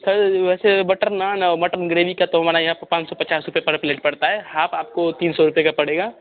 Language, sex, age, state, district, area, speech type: Hindi, male, 30-45, Bihar, Darbhanga, rural, conversation